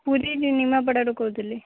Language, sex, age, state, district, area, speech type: Odia, female, 18-30, Odisha, Puri, urban, conversation